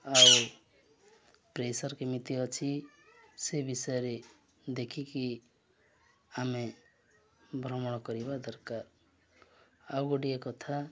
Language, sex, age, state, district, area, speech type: Odia, male, 45-60, Odisha, Nuapada, rural, spontaneous